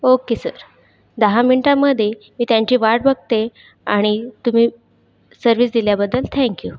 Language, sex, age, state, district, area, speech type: Marathi, female, 30-45, Maharashtra, Buldhana, urban, spontaneous